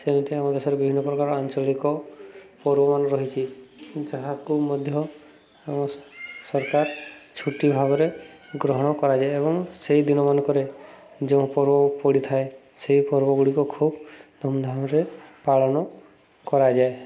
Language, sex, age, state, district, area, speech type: Odia, male, 30-45, Odisha, Subarnapur, urban, spontaneous